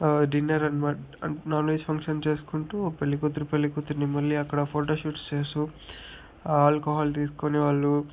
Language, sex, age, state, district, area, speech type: Telugu, male, 60+, Andhra Pradesh, Chittoor, rural, spontaneous